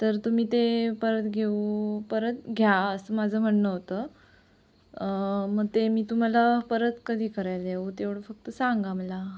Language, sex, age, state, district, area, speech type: Marathi, female, 18-30, Maharashtra, Sindhudurg, rural, spontaneous